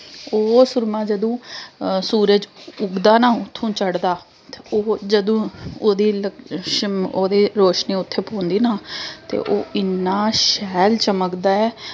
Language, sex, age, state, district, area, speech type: Dogri, female, 30-45, Jammu and Kashmir, Samba, urban, spontaneous